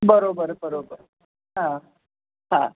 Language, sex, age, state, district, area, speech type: Marathi, female, 60+, Maharashtra, Kolhapur, urban, conversation